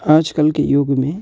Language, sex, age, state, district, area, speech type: Hindi, male, 18-30, Madhya Pradesh, Ujjain, urban, spontaneous